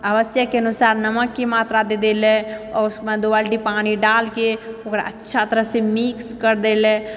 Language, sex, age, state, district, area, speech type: Maithili, female, 30-45, Bihar, Purnia, rural, spontaneous